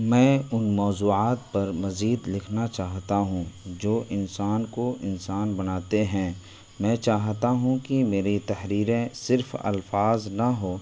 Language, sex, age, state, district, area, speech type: Urdu, male, 18-30, Delhi, New Delhi, rural, spontaneous